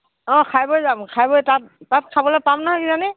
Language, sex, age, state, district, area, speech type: Assamese, female, 60+, Assam, Dhemaji, rural, conversation